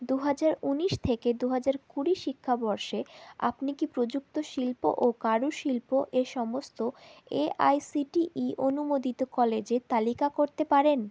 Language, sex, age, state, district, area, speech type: Bengali, female, 18-30, West Bengal, South 24 Parganas, rural, read